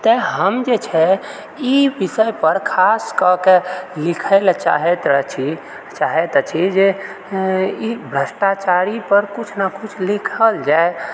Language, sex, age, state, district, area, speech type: Maithili, male, 30-45, Bihar, Purnia, rural, spontaneous